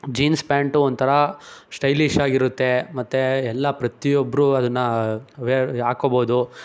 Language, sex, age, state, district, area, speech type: Kannada, male, 30-45, Karnataka, Tumkur, rural, spontaneous